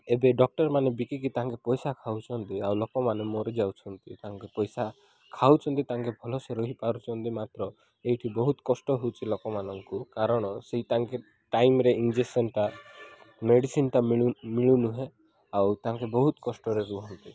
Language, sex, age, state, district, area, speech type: Odia, male, 30-45, Odisha, Koraput, urban, spontaneous